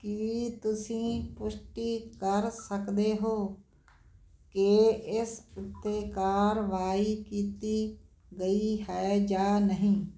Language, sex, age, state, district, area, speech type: Punjabi, female, 60+, Punjab, Muktsar, urban, read